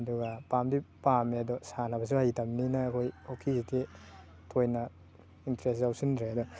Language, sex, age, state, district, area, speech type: Manipuri, male, 18-30, Manipur, Thoubal, rural, spontaneous